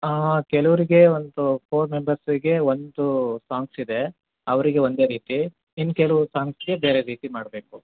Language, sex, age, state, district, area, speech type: Kannada, male, 30-45, Karnataka, Hassan, urban, conversation